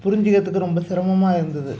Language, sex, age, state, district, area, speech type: Tamil, male, 30-45, Tamil Nadu, Mayiladuthurai, rural, spontaneous